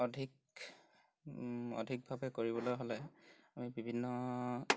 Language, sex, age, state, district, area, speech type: Assamese, male, 18-30, Assam, Golaghat, rural, spontaneous